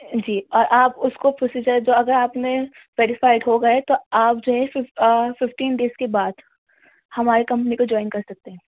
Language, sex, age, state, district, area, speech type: Urdu, female, 18-30, Delhi, North West Delhi, urban, conversation